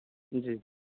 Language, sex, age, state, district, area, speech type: Hindi, male, 45-60, Uttar Pradesh, Pratapgarh, rural, conversation